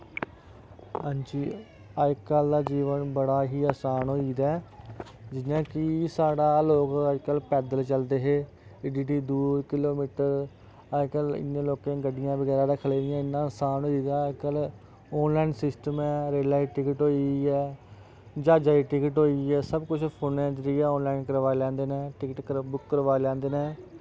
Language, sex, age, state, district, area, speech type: Dogri, male, 30-45, Jammu and Kashmir, Samba, rural, spontaneous